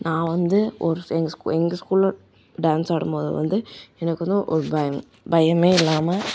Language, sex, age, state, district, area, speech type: Tamil, female, 18-30, Tamil Nadu, Coimbatore, rural, spontaneous